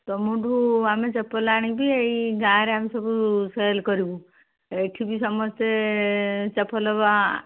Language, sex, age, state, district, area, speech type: Odia, female, 60+, Odisha, Jharsuguda, rural, conversation